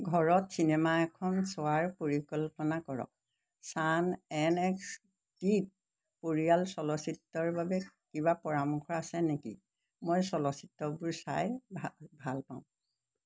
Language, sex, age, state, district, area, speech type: Assamese, female, 60+, Assam, Golaghat, urban, read